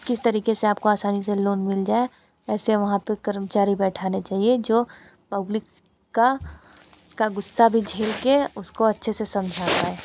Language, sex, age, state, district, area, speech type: Hindi, female, 18-30, Uttar Pradesh, Sonbhadra, rural, spontaneous